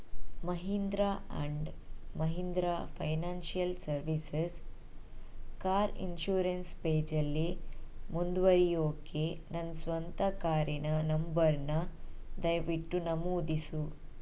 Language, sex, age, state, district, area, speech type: Kannada, female, 18-30, Karnataka, Shimoga, rural, read